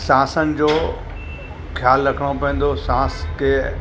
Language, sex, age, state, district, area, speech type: Sindhi, male, 45-60, Uttar Pradesh, Lucknow, rural, spontaneous